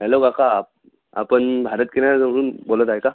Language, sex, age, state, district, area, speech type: Marathi, male, 18-30, Maharashtra, Amravati, urban, conversation